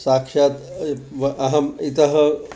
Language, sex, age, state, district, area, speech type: Sanskrit, male, 60+, Maharashtra, Wardha, urban, spontaneous